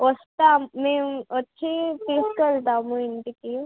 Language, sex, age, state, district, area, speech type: Telugu, female, 18-30, Andhra Pradesh, Krishna, urban, conversation